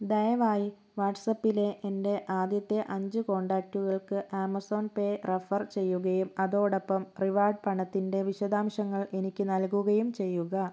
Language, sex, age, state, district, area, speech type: Malayalam, female, 18-30, Kerala, Kozhikode, urban, read